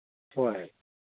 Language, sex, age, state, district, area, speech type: Manipuri, male, 60+, Manipur, Thoubal, rural, conversation